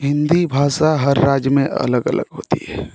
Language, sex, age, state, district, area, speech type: Hindi, male, 30-45, Uttar Pradesh, Mau, rural, spontaneous